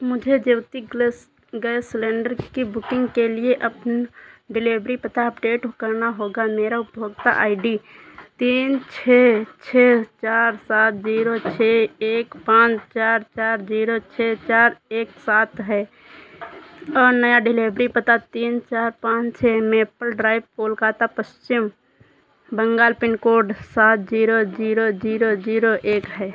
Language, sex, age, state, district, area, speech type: Hindi, female, 30-45, Uttar Pradesh, Sitapur, rural, read